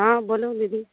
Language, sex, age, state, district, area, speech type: Maithili, female, 45-60, Bihar, Madhepura, rural, conversation